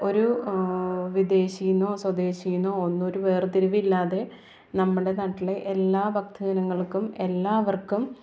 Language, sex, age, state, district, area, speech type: Malayalam, female, 30-45, Kerala, Ernakulam, urban, spontaneous